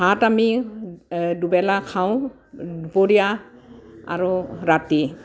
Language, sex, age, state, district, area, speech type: Assamese, female, 60+, Assam, Barpeta, rural, spontaneous